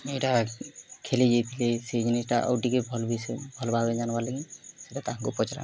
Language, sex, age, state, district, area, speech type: Odia, male, 18-30, Odisha, Bargarh, urban, spontaneous